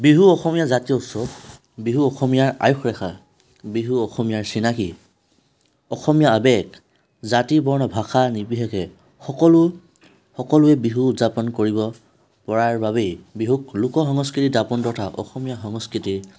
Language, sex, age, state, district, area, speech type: Assamese, male, 18-30, Assam, Tinsukia, urban, spontaneous